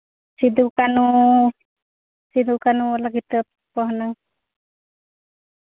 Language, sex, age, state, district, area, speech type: Santali, female, 30-45, Jharkhand, Seraikela Kharsawan, rural, conversation